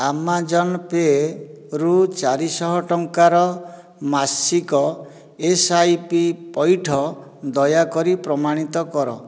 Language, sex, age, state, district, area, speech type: Odia, male, 45-60, Odisha, Nayagarh, rural, read